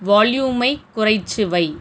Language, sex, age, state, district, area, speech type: Tamil, female, 30-45, Tamil Nadu, Sivaganga, rural, read